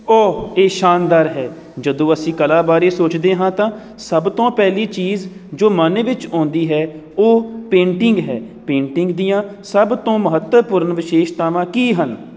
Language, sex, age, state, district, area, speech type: Punjabi, male, 30-45, Punjab, Kapurthala, rural, read